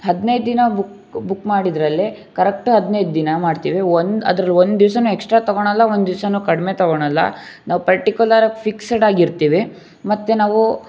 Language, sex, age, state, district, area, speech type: Kannada, female, 30-45, Karnataka, Shimoga, rural, spontaneous